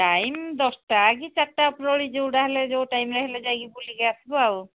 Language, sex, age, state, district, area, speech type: Odia, female, 45-60, Odisha, Angul, rural, conversation